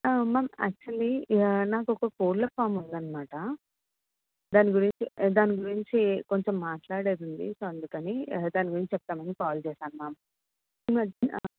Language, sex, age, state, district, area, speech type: Telugu, female, 18-30, Telangana, Medchal, urban, conversation